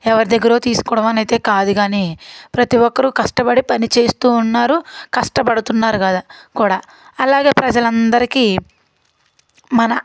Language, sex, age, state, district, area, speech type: Telugu, female, 30-45, Andhra Pradesh, Guntur, rural, spontaneous